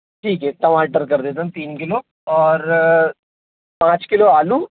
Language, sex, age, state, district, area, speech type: Hindi, male, 18-30, Madhya Pradesh, Jabalpur, urban, conversation